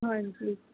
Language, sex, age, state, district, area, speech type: Punjabi, female, 18-30, Punjab, Mohali, rural, conversation